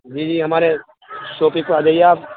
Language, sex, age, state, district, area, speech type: Urdu, male, 18-30, Uttar Pradesh, Saharanpur, urban, conversation